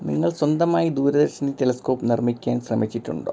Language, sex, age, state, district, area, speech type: Malayalam, male, 18-30, Kerala, Thiruvananthapuram, rural, spontaneous